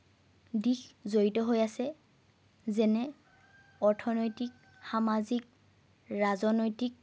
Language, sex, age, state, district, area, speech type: Assamese, female, 18-30, Assam, Lakhimpur, rural, spontaneous